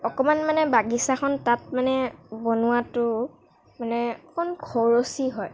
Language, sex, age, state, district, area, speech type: Assamese, female, 18-30, Assam, Nagaon, rural, spontaneous